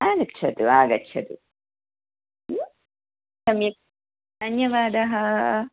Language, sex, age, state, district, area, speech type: Sanskrit, female, 30-45, Karnataka, Bangalore Urban, urban, conversation